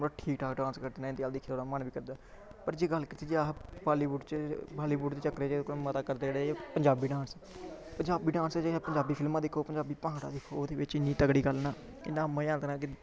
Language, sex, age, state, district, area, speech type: Dogri, male, 18-30, Jammu and Kashmir, Samba, rural, spontaneous